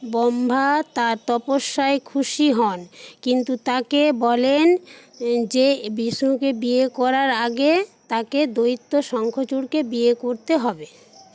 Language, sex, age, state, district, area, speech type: Bengali, female, 30-45, West Bengal, Paschim Medinipur, rural, read